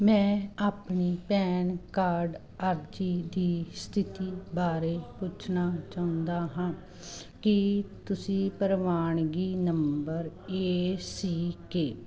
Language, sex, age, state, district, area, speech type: Punjabi, female, 30-45, Punjab, Muktsar, urban, read